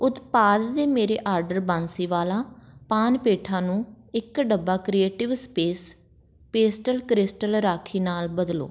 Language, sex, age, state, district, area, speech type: Punjabi, female, 18-30, Punjab, Patiala, rural, read